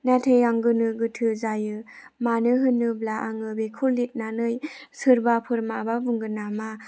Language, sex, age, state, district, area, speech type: Bodo, female, 18-30, Assam, Chirang, rural, spontaneous